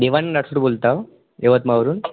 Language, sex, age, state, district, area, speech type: Marathi, male, 18-30, Maharashtra, Yavatmal, urban, conversation